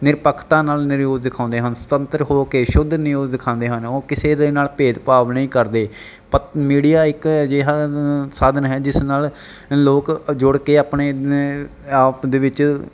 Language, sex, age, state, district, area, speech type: Punjabi, male, 30-45, Punjab, Bathinda, urban, spontaneous